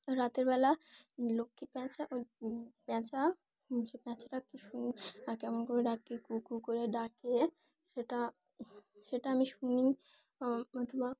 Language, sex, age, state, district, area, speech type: Bengali, female, 18-30, West Bengal, Dakshin Dinajpur, urban, spontaneous